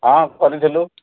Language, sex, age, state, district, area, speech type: Odia, male, 60+, Odisha, Sundergarh, urban, conversation